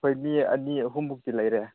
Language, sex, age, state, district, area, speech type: Manipuri, male, 18-30, Manipur, Chandel, rural, conversation